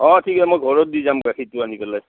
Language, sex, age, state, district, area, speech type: Assamese, male, 60+, Assam, Udalguri, rural, conversation